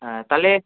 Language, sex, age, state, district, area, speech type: Bengali, male, 18-30, West Bengal, Kolkata, urban, conversation